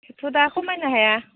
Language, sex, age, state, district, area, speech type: Bodo, female, 30-45, Assam, Udalguri, urban, conversation